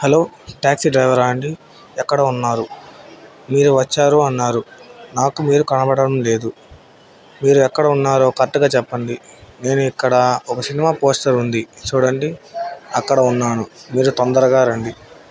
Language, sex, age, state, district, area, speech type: Telugu, male, 30-45, Andhra Pradesh, Nandyal, urban, spontaneous